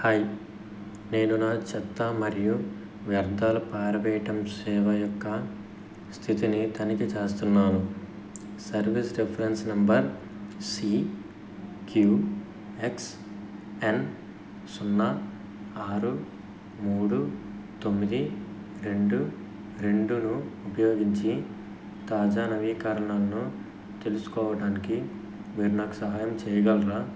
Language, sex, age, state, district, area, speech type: Telugu, male, 18-30, Andhra Pradesh, N T Rama Rao, urban, read